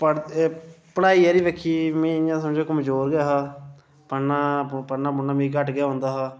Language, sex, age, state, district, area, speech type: Dogri, male, 18-30, Jammu and Kashmir, Reasi, urban, spontaneous